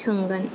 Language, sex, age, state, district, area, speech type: Bodo, female, 18-30, Assam, Kokrajhar, rural, spontaneous